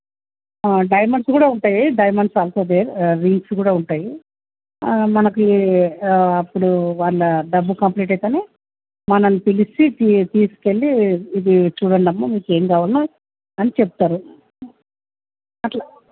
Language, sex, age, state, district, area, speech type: Telugu, female, 60+, Telangana, Hyderabad, urban, conversation